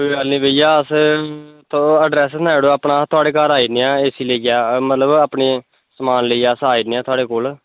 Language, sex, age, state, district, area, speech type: Dogri, male, 18-30, Jammu and Kashmir, Kathua, rural, conversation